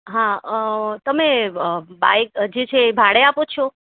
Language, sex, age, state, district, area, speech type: Gujarati, female, 30-45, Gujarat, Ahmedabad, urban, conversation